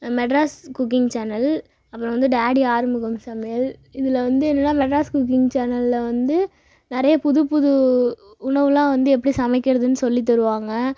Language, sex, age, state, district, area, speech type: Tamil, female, 18-30, Tamil Nadu, Tiruchirappalli, urban, spontaneous